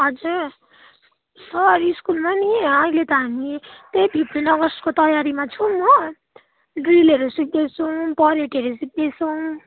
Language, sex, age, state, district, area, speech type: Nepali, female, 18-30, West Bengal, Kalimpong, rural, conversation